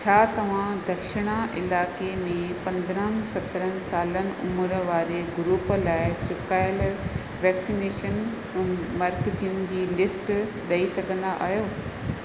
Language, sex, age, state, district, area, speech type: Sindhi, female, 45-60, Rajasthan, Ajmer, rural, read